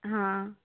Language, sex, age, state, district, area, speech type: Odia, female, 45-60, Odisha, Angul, rural, conversation